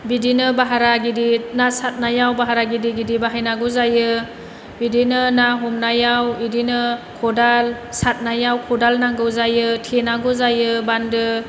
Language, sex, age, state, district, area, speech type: Bodo, female, 30-45, Assam, Chirang, rural, spontaneous